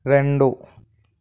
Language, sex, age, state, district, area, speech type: Telugu, male, 18-30, Telangana, Vikarabad, urban, read